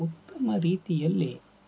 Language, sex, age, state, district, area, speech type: Kannada, male, 30-45, Karnataka, Shimoga, rural, spontaneous